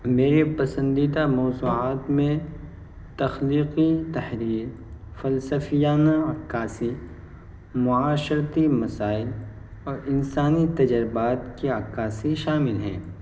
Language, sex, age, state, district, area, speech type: Urdu, male, 30-45, Uttar Pradesh, Muzaffarnagar, urban, spontaneous